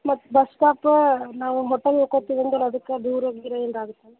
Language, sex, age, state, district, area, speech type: Kannada, female, 18-30, Karnataka, Gadag, rural, conversation